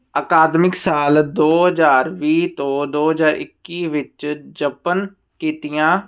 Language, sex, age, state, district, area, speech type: Punjabi, male, 45-60, Punjab, Ludhiana, urban, read